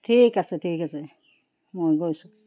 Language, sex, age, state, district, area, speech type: Assamese, female, 60+, Assam, Charaideo, urban, spontaneous